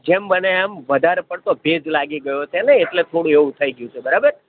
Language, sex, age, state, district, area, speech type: Gujarati, male, 60+, Gujarat, Rajkot, urban, conversation